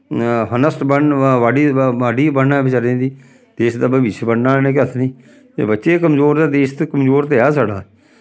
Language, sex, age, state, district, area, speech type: Dogri, male, 45-60, Jammu and Kashmir, Samba, rural, spontaneous